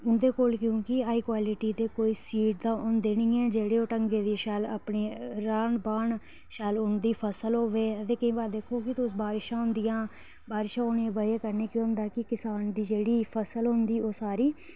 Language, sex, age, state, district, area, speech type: Dogri, female, 18-30, Jammu and Kashmir, Reasi, urban, spontaneous